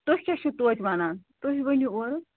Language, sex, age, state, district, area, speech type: Kashmiri, female, 30-45, Jammu and Kashmir, Ganderbal, rural, conversation